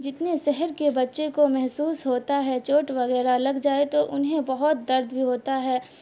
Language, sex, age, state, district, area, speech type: Urdu, female, 18-30, Bihar, Supaul, rural, spontaneous